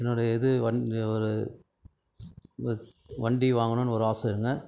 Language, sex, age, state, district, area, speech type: Tamil, male, 30-45, Tamil Nadu, Krishnagiri, rural, spontaneous